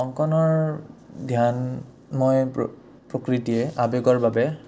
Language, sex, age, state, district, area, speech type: Assamese, male, 18-30, Assam, Udalguri, rural, spontaneous